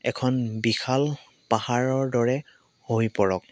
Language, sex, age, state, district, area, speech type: Assamese, male, 18-30, Assam, Biswanath, rural, spontaneous